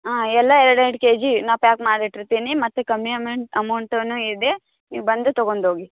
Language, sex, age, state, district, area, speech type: Kannada, female, 18-30, Karnataka, Bagalkot, rural, conversation